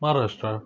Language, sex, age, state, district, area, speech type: Kannada, male, 30-45, Karnataka, Shimoga, rural, spontaneous